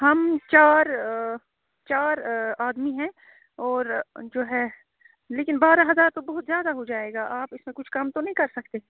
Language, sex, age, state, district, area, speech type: Urdu, female, 30-45, Jammu and Kashmir, Srinagar, urban, conversation